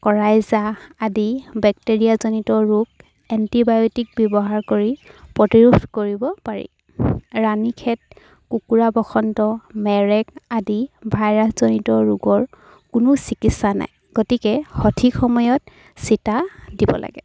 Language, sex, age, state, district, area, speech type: Assamese, female, 18-30, Assam, Charaideo, rural, spontaneous